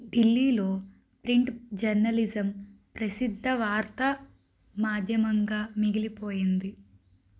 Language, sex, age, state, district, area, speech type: Telugu, female, 30-45, Andhra Pradesh, Guntur, urban, read